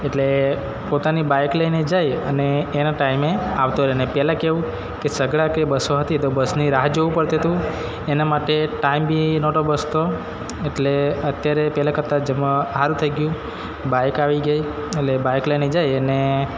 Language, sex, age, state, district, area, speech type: Gujarati, male, 30-45, Gujarat, Narmada, rural, spontaneous